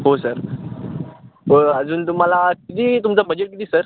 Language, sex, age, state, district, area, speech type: Marathi, male, 18-30, Maharashtra, Thane, urban, conversation